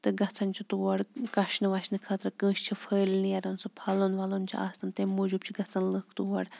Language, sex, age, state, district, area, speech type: Kashmiri, female, 30-45, Jammu and Kashmir, Kulgam, rural, spontaneous